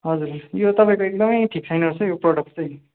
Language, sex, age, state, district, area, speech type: Nepali, male, 18-30, West Bengal, Darjeeling, rural, conversation